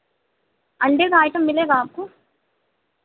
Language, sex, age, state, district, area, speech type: Urdu, male, 18-30, Uttar Pradesh, Mau, urban, conversation